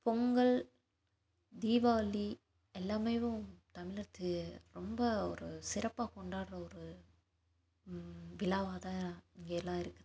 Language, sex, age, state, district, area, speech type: Tamil, female, 18-30, Tamil Nadu, Tiruppur, rural, spontaneous